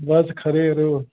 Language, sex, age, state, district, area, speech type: Dogri, male, 18-30, Jammu and Kashmir, Kathua, rural, conversation